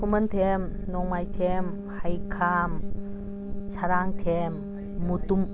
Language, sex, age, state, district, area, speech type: Manipuri, female, 60+, Manipur, Imphal East, rural, spontaneous